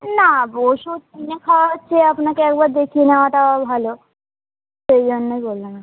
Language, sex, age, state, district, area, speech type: Bengali, female, 18-30, West Bengal, Hooghly, urban, conversation